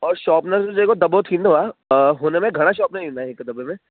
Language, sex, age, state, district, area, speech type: Sindhi, male, 18-30, Delhi, South Delhi, urban, conversation